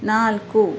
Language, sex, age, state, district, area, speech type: Kannada, female, 18-30, Karnataka, Kolar, rural, read